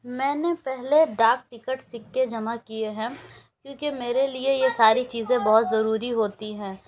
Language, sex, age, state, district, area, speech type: Urdu, female, 18-30, Uttar Pradesh, Lucknow, urban, spontaneous